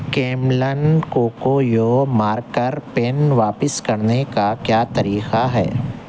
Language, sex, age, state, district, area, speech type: Urdu, male, 45-60, Telangana, Hyderabad, urban, read